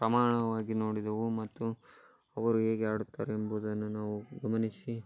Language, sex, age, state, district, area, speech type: Kannada, male, 18-30, Karnataka, Koppal, rural, spontaneous